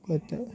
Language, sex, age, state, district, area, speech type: Bengali, male, 18-30, West Bengal, Uttar Dinajpur, urban, spontaneous